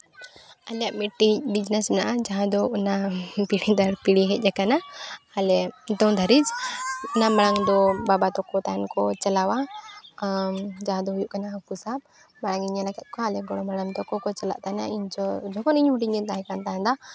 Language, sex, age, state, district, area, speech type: Santali, female, 18-30, Jharkhand, Seraikela Kharsawan, rural, spontaneous